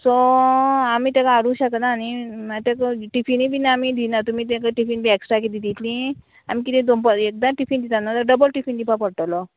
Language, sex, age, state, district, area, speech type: Goan Konkani, female, 45-60, Goa, Murmgao, rural, conversation